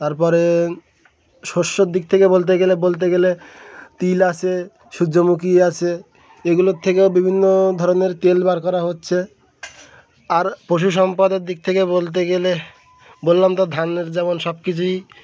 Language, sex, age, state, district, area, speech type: Bengali, male, 18-30, West Bengal, Birbhum, urban, spontaneous